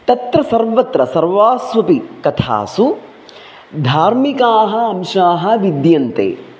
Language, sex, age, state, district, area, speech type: Sanskrit, male, 30-45, Kerala, Palakkad, urban, spontaneous